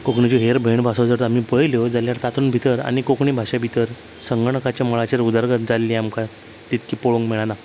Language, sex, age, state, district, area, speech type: Goan Konkani, male, 30-45, Goa, Salcete, rural, spontaneous